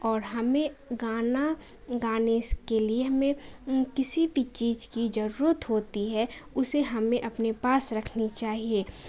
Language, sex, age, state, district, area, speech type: Urdu, female, 18-30, Bihar, Khagaria, urban, spontaneous